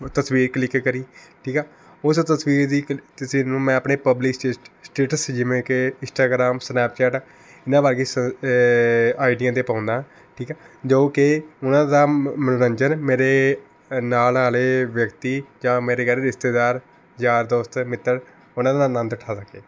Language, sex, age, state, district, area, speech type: Punjabi, male, 18-30, Punjab, Rupnagar, urban, spontaneous